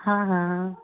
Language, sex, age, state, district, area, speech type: Maithili, female, 18-30, Bihar, Muzaffarpur, urban, conversation